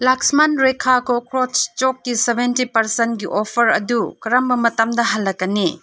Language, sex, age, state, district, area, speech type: Manipuri, female, 45-60, Manipur, Chandel, rural, read